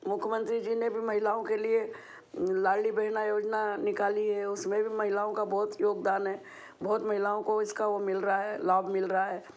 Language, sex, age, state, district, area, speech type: Hindi, female, 60+, Madhya Pradesh, Ujjain, urban, spontaneous